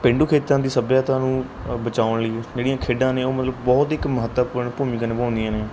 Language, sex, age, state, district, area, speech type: Punjabi, male, 18-30, Punjab, Mohali, rural, spontaneous